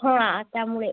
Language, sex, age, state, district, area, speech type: Marathi, female, 30-45, Maharashtra, Solapur, urban, conversation